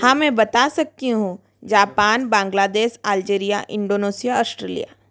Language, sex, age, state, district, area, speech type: Hindi, female, 30-45, Rajasthan, Jodhpur, rural, spontaneous